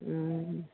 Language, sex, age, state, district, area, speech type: Maithili, female, 45-60, Bihar, Madhepura, rural, conversation